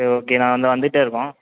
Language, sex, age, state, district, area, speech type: Tamil, male, 18-30, Tamil Nadu, Ariyalur, rural, conversation